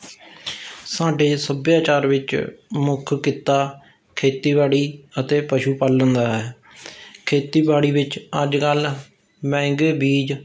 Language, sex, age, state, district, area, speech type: Punjabi, male, 30-45, Punjab, Rupnagar, rural, spontaneous